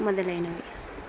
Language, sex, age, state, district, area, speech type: Telugu, female, 45-60, Andhra Pradesh, Kurnool, rural, spontaneous